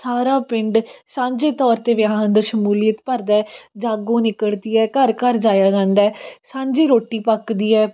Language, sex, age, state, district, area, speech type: Punjabi, female, 18-30, Punjab, Fatehgarh Sahib, urban, spontaneous